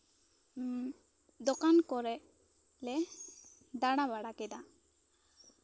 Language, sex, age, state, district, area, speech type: Santali, female, 18-30, West Bengal, Bankura, rural, spontaneous